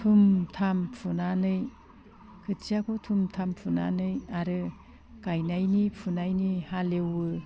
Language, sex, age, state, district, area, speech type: Bodo, female, 60+, Assam, Udalguri, rural, spontaneous